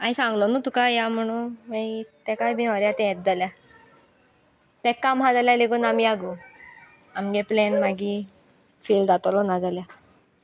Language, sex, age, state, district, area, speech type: Goan Konkani, female, 18-30, Goa, Sanguem, rural, spontaneous